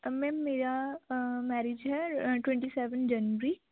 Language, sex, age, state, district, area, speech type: Punjabi, female, 18-30, Punjab, Sangrur, urban, conversation